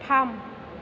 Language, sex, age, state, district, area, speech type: Bodo, female, 18-30, Assam, Chirang, urban, read